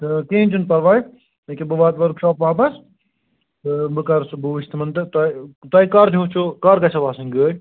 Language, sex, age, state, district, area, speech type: Kashmiri, male, 30-45, Jammu and Kashmir, Srinagar, rural, conversation